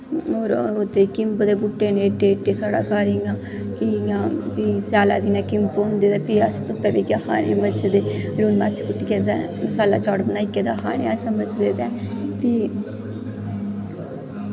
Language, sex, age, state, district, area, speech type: Dogri, female, 18-30, Jammu and Kashmir, Kathua, rural, spontaneous